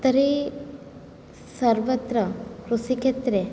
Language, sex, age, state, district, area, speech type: Sanskrit, female, 18-30, Odisha, Cuttack, rural, spontaneous